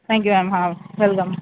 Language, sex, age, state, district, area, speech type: Marathi, male, 18-30, Maharashtra, Thane, urban, conversation